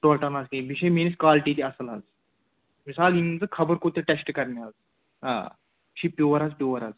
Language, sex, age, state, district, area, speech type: Kashmiri, male, 18-30, Jammu and Kashmir, Pulwama, rural, conversation